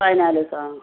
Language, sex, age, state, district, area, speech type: Malayalam, female, 60+, Kerala, Wayanad, rural, conversation